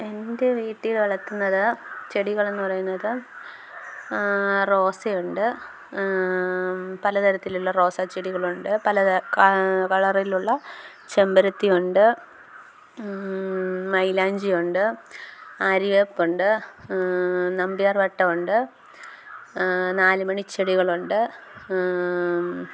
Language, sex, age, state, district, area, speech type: Malayalam, female, 18-30, Kerala, Kottayam, rural, spontaneous